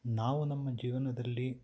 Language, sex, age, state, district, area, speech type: Kannada, male, 45-60, Karnataka, Kolar, urban, spontaneous